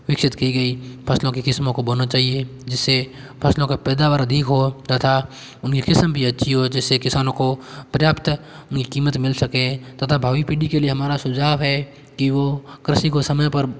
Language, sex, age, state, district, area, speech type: Hindi, male, 18-30, Rajasthan, Jodhpur, urban, spontaneous